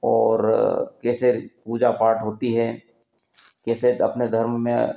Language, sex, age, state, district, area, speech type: Hindi, male, 45-60, Madhya Pradesh, Ujjain, urban, spontaneous